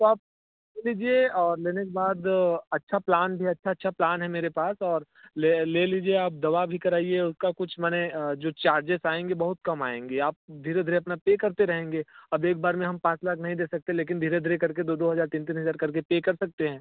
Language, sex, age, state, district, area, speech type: Hindi, male, 30-45, Uttar Pradesh, Mirzapur, rural, conversation